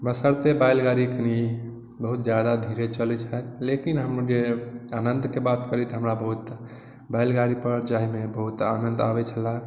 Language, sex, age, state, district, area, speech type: Maithili, male, 18-30, Bihar, Madhubani, rural, spontaneous